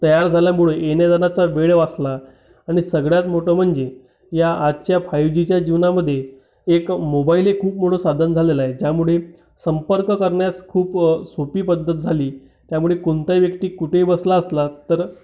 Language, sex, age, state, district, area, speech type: Marathi, male, 30-45, Maharashtra, Amravati, rural, spontaneous